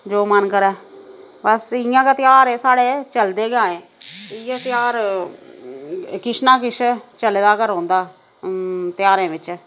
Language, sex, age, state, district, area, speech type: Dogri, female, 45-60, Jammu and Kashmir, Samba, rural, spontaneous